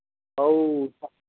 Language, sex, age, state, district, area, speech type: Odia, male, 45-60, Odisha, Nuapada, urban, conversation